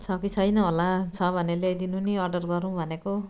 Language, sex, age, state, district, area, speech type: Nepali, female, 60+, West Bengal, Jalpaiguri, urban, spontaneous